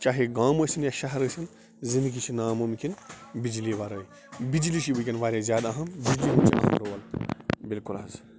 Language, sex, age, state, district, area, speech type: Kashmiri, male, 30-45, Jammu and Kashmir, Bandipora, rural, spontaneous